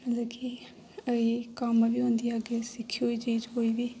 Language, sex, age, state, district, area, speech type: Dogri, female, 18-30, Jammu and Kashmir, Jammu, rural, spontaneous